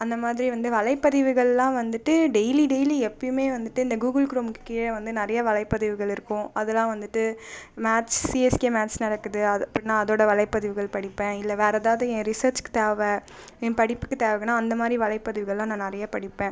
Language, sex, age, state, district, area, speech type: Tamil, female, 18-30, Tamil Nadu, Cuddalore, urban, spontaneous